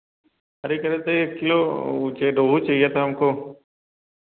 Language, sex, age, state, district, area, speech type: Hindi, male, 45-60, Uttar Pradesh, Varanasi, rural, conversation